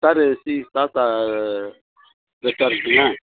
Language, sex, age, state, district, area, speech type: Tamil, male, 45-60, Tamil Nadu, Kallakurichi, rural, conversation